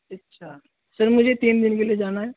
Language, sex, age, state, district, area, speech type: Urdu, male, 18-30, Uttar Pradesh, Saharanpur, urban, conversation